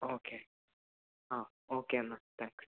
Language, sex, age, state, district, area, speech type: Malayalam, male, 18-30, Kerala, Idukki, rural, conversation